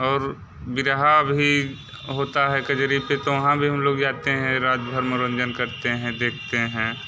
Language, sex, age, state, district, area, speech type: Hindi, male, 30-45, Uttar Pradesh, Mirzapur, rural, spontaneous